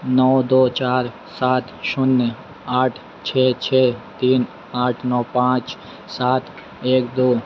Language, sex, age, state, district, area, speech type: Hindi, male, 30-45, Madhya Pradesh, Harda, urban, read